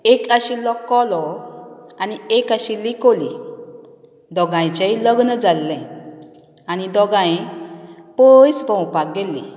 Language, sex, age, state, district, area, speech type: Goan Konkani, female, 30-45, Goa, Canacona, rural, spontaneous